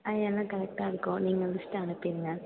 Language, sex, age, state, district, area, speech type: Tamil, female, 18-30, Tamil Nadu, Perambalur, urban, conversation